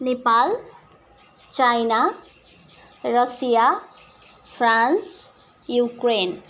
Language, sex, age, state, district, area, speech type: Nepali, female, 18-30, West Bengal, Kalimpong, rural, spontaneous